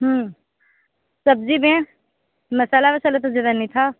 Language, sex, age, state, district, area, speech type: Hindi, female, 18-30, Uttar Pradesh, Sonbhadra, rural, conversation